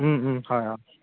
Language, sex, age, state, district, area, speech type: Assamese, male, 18-30, Assam, Lakhimpur, rural, conversation